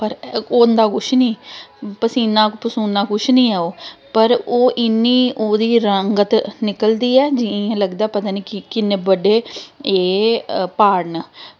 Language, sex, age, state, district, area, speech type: Dogri, female, 30-45, Jammu and Kashmir, Samba, urban, spontaneous